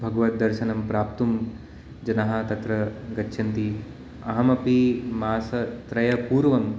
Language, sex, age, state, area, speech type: Sanskrit, male, 30-45, Uttar Pradesh, urban, spontaneous